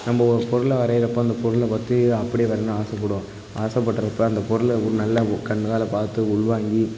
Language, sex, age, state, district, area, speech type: Tamil, male, 18-30, Tamil Nadu, Thanjavur, rural, spontaneous